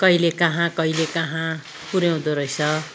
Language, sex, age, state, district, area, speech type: Nepali, female, 60+, West Bengal, Kalimpong, rural, spontaneous